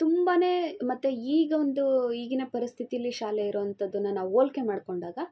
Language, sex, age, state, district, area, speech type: Kannada, female, 18-30, Karnataka, Chitradurga, rural, spontaneous